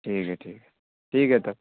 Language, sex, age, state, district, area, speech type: Urdu, male, 30-45, Bihar, Darbhanga, urban, conversation